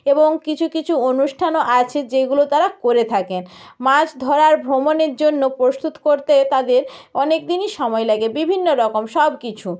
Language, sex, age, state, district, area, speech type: Bengali, female, 30-45, West Bengal, North 24 Parganas, rural, spontaneous